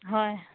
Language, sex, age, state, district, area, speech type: Assamese, female, 30-45, Assam, Majuli, urban, conversation